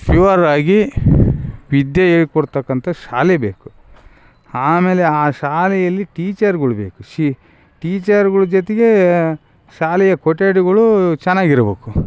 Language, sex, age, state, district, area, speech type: Kannada, male, 45-60, Karnataka, Bellary, rural, spontaneous